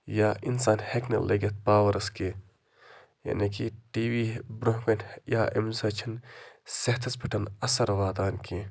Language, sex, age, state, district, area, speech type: Kashmiri, male, 30-45, Jammu and Kashmir, Budgam, rural, spontaneous